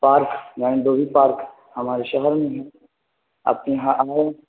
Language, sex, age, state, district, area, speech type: Urdu, male, 18-30, Bihar, Gaya, urban, conversation